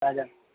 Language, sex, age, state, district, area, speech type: Nepali, male, 30-45, West Bengal, Jalpaiguri, urban, conversation